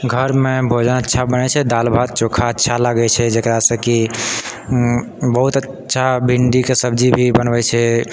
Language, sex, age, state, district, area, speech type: Maithili, male, 30-45, Bihar, Purnia, rural, spontaneous